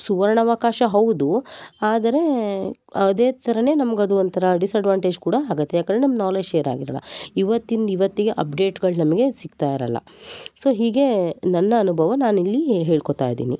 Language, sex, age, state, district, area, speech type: Kannada, female, 18-30, Karnataka, Shimoga, rural, spontaneous